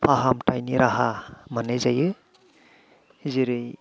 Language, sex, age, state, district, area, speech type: Bodo, male, 45-60, Assam, Kokrajhar, rural, spontaneous